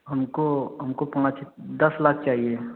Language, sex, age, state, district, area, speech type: Hindi, male, 18-30, Uttar Pradesh, Prayagraj, rural, conversation